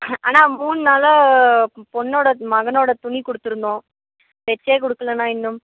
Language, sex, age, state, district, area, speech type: Tamil, female, 18-30, Tamil Nadu, Nilgiris, urban, conversation